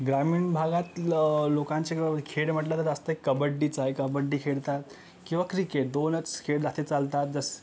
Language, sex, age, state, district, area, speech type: Marathi, male, 18-30, Maharashtra, Yavatmal, rural, spontaneous